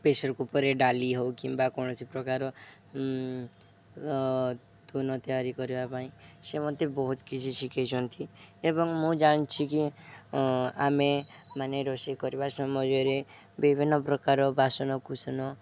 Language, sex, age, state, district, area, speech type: Odia, male, 18-30, Odisha, Subarnapur, urban, spontaneous